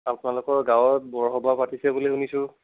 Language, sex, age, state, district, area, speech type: Assamese, male, 45-60, Assam, Nagaon, rural, conversation